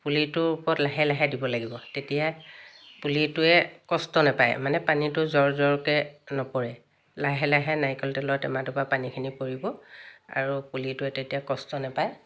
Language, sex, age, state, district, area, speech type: Assamese, female, 60+, Assam, Lakhimpur, urban, spontaneous